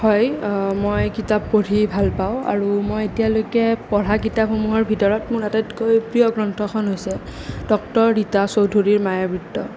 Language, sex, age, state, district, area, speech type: Assamese, male, 18-30, Assam, Nalbari, urban, spontaneous